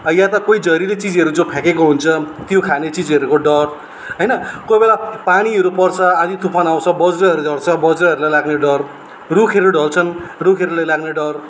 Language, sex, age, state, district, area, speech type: Nepali, male, 30-45, West Bengal, Darjeeling, rural, spontaneous